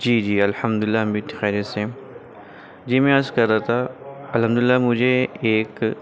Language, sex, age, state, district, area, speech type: Urdu, male, 30-45, Delhi, North East Delhi, urban, spontaneous